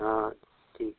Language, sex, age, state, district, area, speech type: Hindi, male, 60+, Uttar Pradesh, Ghazipur, rural, conversation